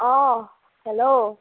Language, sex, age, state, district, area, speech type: Assamese, female, 30-45, Assam, Nagaon, urban, conversation